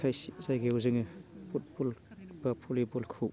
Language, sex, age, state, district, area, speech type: Bodo, male, 30-45, Assam, Baksa, urban, spontaneous